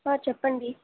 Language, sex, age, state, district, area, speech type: Telugu, female, 18-30, Andhra Pradesh, Nellore, rural, conversation